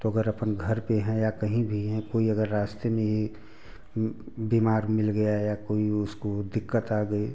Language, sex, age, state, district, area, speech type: Hindi, male, 45-60, Uttar Pradesh, Prayagraj, urban, spontaneous